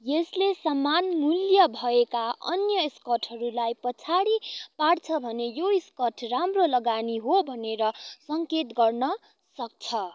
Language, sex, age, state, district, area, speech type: Nepali, female, 18-30, West Bengal, Kalimpong, rural, read